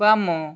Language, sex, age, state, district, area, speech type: Odia, male, 18-30, Odisha, Balasore, rural, read